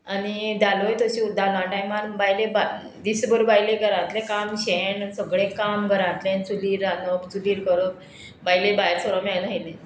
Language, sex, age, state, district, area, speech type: Goan Konkani, female, 45-60, Goa, Murmgao, rural, spontaneous